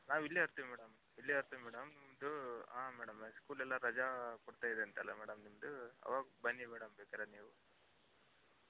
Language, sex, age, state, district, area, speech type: Kannada, male, 18-30, Karnataka, Koppal, urban, conversation